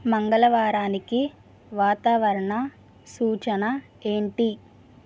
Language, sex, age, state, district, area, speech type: Telugu, female, 30-45, Andhra Pradesh, East Godavari, rural, read